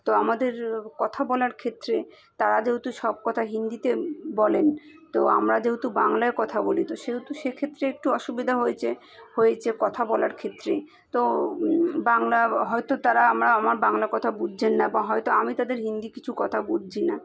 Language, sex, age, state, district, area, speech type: Bengali, female, 30-45, West Bengal, South 24 Parganas, urban, spontaneous